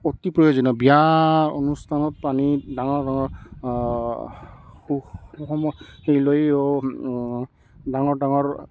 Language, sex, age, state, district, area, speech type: Assamese, male, 30-45, Assam, Barpeta, rural, spontaneous